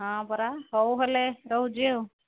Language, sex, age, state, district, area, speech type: Odia, female, 45-60, Odisha, Angul, rural, conversation